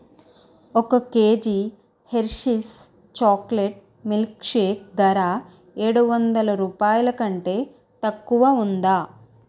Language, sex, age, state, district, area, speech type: Telugu, female, 18-30, Andhra Pradesh, Konaseema, rural, read